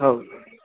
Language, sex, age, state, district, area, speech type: Kannada, male, 18-30, Karnataka, Shimoga, rural, conversation